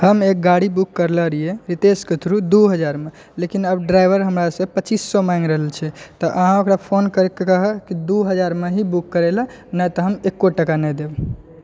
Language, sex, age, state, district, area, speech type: Maithili, male, 18-30, Bihar, Purnia, urban, spontaneous